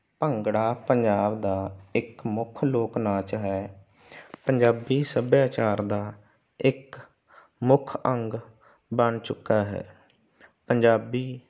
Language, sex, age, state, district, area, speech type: Punjabi, male, 45-60, Punjab, Barnala, rural, spontaneous